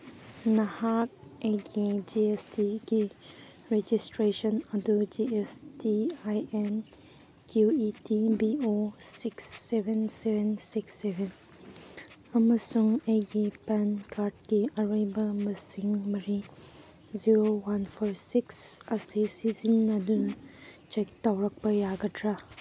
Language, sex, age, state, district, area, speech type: Manipuri, female, 18-30, Manipur, Kangpokpi, urban, read